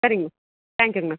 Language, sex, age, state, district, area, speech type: Tamil, female, 30-45, Tamil Nadu, Dharmapuri, rural, conversation